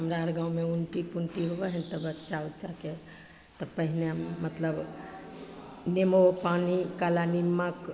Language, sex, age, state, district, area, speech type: Maithili, female, 45-60, Bihar, Begusarai, rural, spontaneous